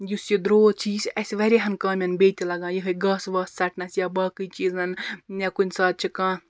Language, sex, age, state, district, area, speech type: Kashmiri, female, 45-60, Jammu and Kashmir, Baramulla, rural, spontaneous